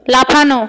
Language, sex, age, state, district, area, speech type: Bengali, female, 45-60, West Bengal, Paschim Medinipur, rural, read